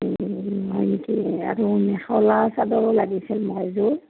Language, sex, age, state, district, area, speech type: Assamese, female, 60+, Assam, Morigaon, rural, conversation